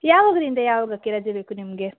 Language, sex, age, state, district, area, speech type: Kannada, female, 18-30, Karnataka, Udupi, rural, conversation